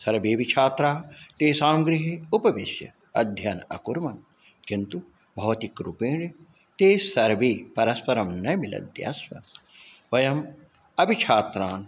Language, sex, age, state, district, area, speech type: Sanskrit, male, 60+, Uttar Pradesh, Ayodhya, urban, spontaneous